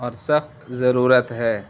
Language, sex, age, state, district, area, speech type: Urdu, male, 18-30, Bihar, Gaya, urban, spontaneous